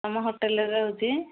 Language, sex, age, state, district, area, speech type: Odia, female, 45-60, Odisha, Angul, rural, conversation